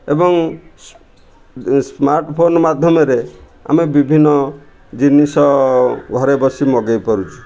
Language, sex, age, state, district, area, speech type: Odia, male, 60+, Odisha, Kendrapara, urban, spontaneous